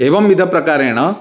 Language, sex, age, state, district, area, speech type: Sanskrit, male, 45-60, Odisha, Cuttack, urban, spontaneous